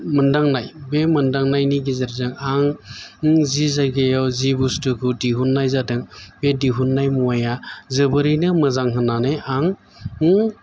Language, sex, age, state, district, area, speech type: Bodo, male, 45-60, Assam, Chirang, urban, spontaneous